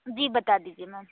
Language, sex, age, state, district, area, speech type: Hindi, female, 30-45, Madhya Pradesh, Chhindwara, urban, conversation